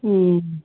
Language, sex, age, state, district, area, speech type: Kannada, female, 30-45, Karnataka, Shimoga, rural, conversation